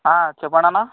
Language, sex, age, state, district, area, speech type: Telugu, male, 18-30, Telangana, Vikarabad, urban, conversation